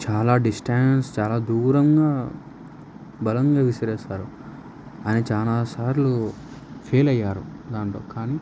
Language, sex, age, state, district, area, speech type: Telugu, male, 18-30, Andhra Pradesh, Nandyal, urban, spontaneous